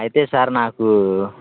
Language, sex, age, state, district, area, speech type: Telugu, male, 18-30, Telangana, Khammam, rural, conversation